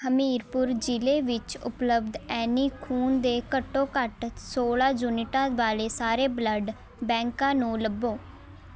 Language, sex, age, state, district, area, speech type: Punjabi, female, 18-30, Punjab, Shaheed Bhagat Singh Nagar, urban, read